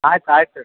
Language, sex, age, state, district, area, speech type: Kannada, male, 30-45, Karnataka, Koppal, rural, conversation